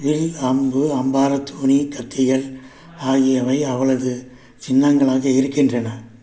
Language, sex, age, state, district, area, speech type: Tamil, male, 60+, Tamil Nadu, Viluppuram, urban, read